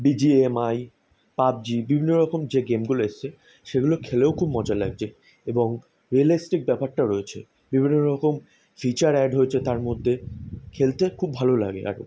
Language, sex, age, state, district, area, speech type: Bengali, male, 18-30, West Bengal, South 24 Parganas, urban, spontaneous